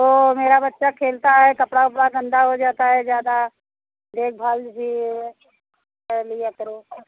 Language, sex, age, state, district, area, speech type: Hindi, female, 30-45, Uttar Pradesh, Bhadohi, rural, conversation